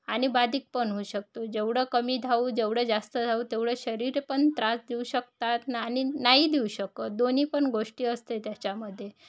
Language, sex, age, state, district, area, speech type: Marathi, female, 30-45, Maharashtra, Wardha, rural, spontaneous